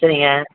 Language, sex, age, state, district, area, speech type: Tamil, male, 18-30, Tamil Nadu, Madurai, rural, conversation